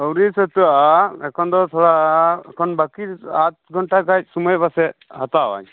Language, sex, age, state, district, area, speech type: Santali, male, 30-45, West Bengal, Birbhum, rural, conversation